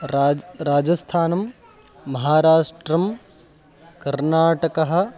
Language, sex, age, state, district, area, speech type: Sanskrit, male, 18-30, Karnataka, Haveri, urban, spontaneous